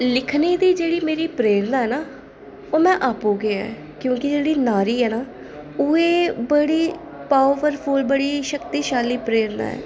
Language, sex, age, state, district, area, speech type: Dogri, female, 30-45, Jammu and Kashmir, Jammu, urban, spontaneous